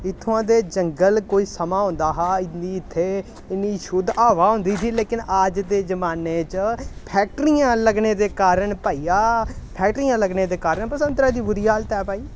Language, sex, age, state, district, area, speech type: Dogri, male, 18-30, Jammu and Kashmir, Samba, urban, spontaneous